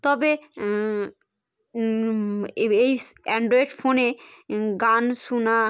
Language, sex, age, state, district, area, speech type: Bengali, female, 30-45, West Bengal, Hooghly, urban, spontaneous